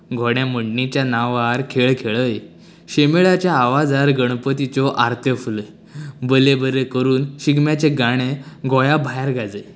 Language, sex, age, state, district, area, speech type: Goan Konkani, male, 18-30, Goa, Canacona, rural, spontaneous